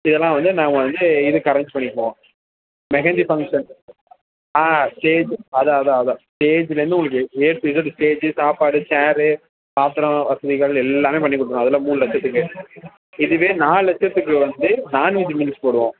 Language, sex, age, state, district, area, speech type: Tamil, male, 18-30, Tamil Nadu, Perambalur, rural, conversation